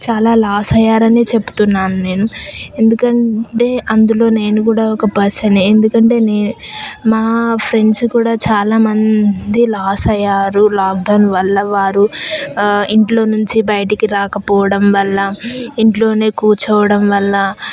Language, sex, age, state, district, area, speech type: Telugu, female, 18-30, Telangana, Jayashankar, rural, spontaneous